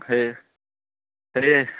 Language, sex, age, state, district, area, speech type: Assamese, male, 30-45, Assam, Barpeta, rural, conversation